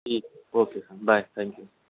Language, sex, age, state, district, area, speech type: Urdu, male, 18-30, Delhi, Central Delhi, urban, conversation